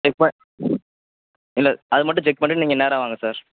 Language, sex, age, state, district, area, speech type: Tamil, male, 18-30, Tamil Nadu, Sivaganga, rural, conversation